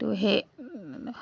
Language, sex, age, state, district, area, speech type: Assamese, female, 60+, Assam, Dibrugarh, rural, spontaneous